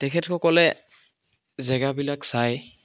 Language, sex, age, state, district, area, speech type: Assamese, male, 18-30, Assam, Biswanath, rural, spontaneous